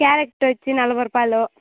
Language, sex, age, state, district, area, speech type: Telugu, female, 18-30, Andhra Pradesh, Sri Balaji, rural, conversation